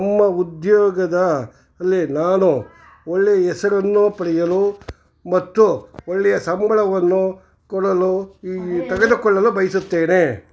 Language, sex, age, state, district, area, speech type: Kannada, male, 60+, Karnataka, Kolar, urban, spontaneous